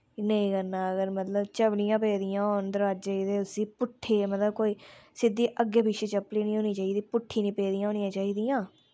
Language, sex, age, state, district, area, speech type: Dogri, female, 18-30, Jammu and Kashmir, Udhampur, rural, spontaneous